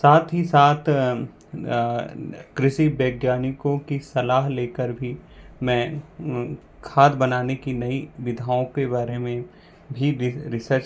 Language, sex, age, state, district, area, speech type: Hindi, male, 30-45, Madhya Pradesh, Bhopal, urban, spontaneous